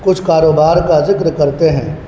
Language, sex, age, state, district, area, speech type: Urdu, male, 18-30, Bihar, Purnia, rural, spontaneous